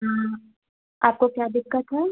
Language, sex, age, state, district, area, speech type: Hindi, female, 18-30, Uttar Pradesh, Chandauli, urban, conversation